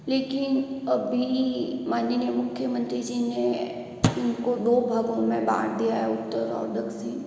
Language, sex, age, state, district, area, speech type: Hindi, female, 30-45, Rajasthan, Jodhpur, urban, spontaneous